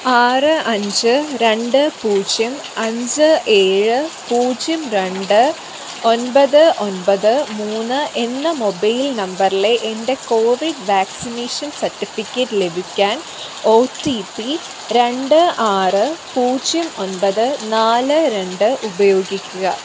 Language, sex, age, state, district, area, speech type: Malayalam, female, 18-30, Kerala, Pathanamthitta, rural, read